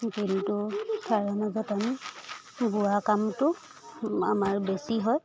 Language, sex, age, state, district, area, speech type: Assamese, female, 30-45, Assam, Charaideo, rural, spontaneous